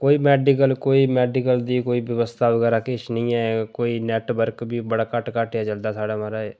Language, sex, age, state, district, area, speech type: Dogri, male, 30-45, Jammu and Kashmir, Udhampur, rural, spontaneous